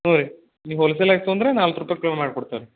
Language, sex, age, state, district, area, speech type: Kannada, male, 18-30, Karnataka, Belgaum, rural, conversation